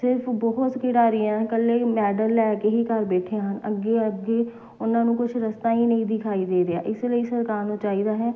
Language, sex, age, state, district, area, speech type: Punjabi, female, 30-45, Punjab, Amritsar, urban, spontaneous